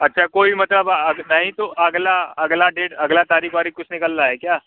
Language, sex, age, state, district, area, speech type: Hindi, male, 45-60, Uttar Pradesh, Mirzapur, urban, conversation